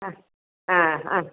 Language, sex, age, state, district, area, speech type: Malayalam, female, 60+, Kerala, Alappuzha, rural, conversation